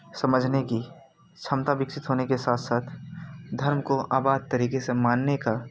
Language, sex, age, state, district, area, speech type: Hindi, male, 30-45, Uttar Pradesh, Jaunpur, rural, spontaneous